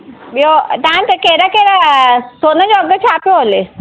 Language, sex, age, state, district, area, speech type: Sindhi, female, 45-60, Maharashtra, Mumbai Suburban, urban, conversation